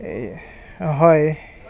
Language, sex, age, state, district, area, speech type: Assamese, male, 30-45, Assam, Goalpara, urban, spontaneous